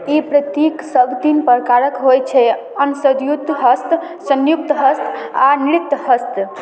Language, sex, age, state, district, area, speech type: Maithili, female, 18-30, Bihar, Darbhanga, rural, read